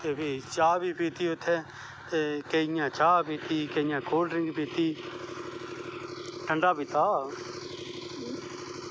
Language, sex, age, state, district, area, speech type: Dogri, male, 30-45, Jammu and Kashmir, Kathua, rural, spontaneous